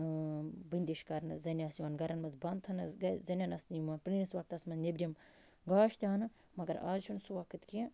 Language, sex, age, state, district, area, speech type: Kashmiri, female, 30-45, Jammu and Kashmir, Baramulla, rural, spontaneous